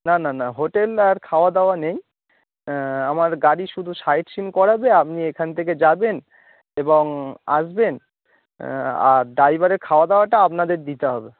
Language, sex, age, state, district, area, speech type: Bengali, male, 30-45, West Bengal, Howrah, urban, conversation